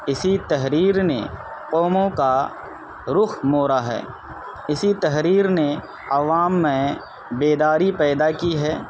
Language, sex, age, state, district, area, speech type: Urdu, male, 30-45, Bihar, Purnia, rural, spontaneous